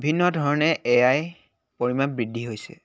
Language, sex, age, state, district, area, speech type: Assamese, male, 18-30, Assam, Dibrugarh, urban, spontaneous